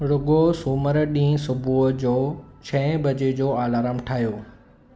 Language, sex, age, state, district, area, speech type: Sindhi, male, 18-30, Maharashtra, Thane, urban, read